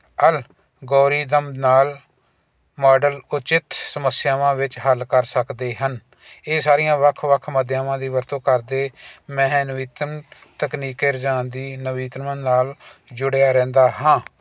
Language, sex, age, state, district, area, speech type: Punjabi, male, 45-60, Punjab, Jalandhar, urban, spontaneous